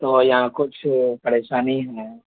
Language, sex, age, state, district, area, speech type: Urdu, male, 18-30, Bihar, Purnia, rural, conversation